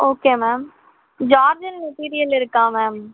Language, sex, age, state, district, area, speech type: Tamil, female, 18-30, Tamil Nadu, Chennai, urban, conversation